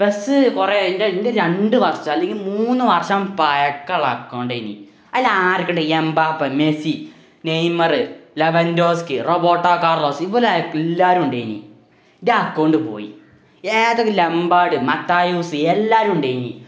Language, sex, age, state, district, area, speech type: Malayalam, male, 18-30, Kerala, Malappuram, rural, spontaneous